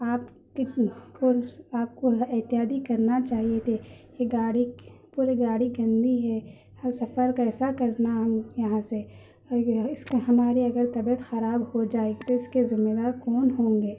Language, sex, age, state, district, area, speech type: Urdu, female, 30-45, Telangana, Hyderabad, urban, spontaneous